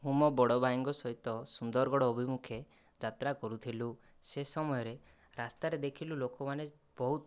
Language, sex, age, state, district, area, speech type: Odia, male, 30-45, Odisha, Kandhamal, rural, spontaneous